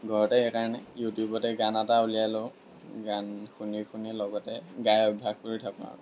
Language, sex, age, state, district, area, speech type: Assamese, male, 18-30, Assam, Lakhimpur, rural, spontaneous